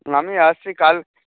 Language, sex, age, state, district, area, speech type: Bengali, male, 18-30, West Bengal, Paschim Medinipur, urban, conversation